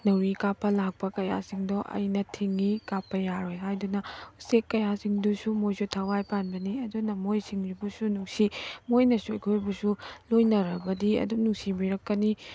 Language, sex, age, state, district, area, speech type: Manipuri, female, 18-30, Manipur, Tengnoupal, rural, spontaneous